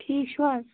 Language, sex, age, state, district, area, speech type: Kashmiri, female, 18-30, Jammu and Kashmir, Ganderbal, rural, conversation